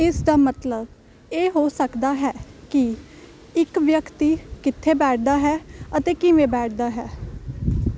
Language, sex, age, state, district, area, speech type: Punjabi, female, 18-30, Punjab, Hoshiarpur, urban, read